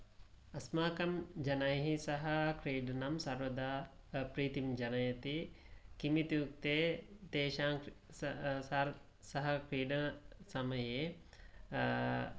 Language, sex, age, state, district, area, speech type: Sanskrit, male, 18-30, Karnataka, Mysore, rural, spontaneous